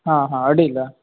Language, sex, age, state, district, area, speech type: Kannada, male, 18-30, Karnataka, Uttara Kannada, rural, conversation